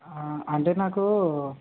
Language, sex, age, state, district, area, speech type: Telugu, male, 18-30, Andhra Pradesh, West Godavari, rural, conversation